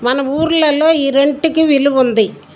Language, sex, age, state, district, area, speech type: Telugu, female, 60+, Andhra Pradesh, Guntur, rural, spontaneous